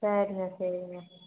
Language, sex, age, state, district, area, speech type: Tamil, female, 18-30, Tamil Nadu, Pudukkottai, rural, conversation